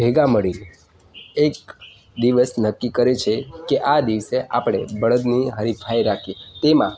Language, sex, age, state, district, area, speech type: Gujarati, male, 18-30, Gujarat, Narmada, rural, spontaneous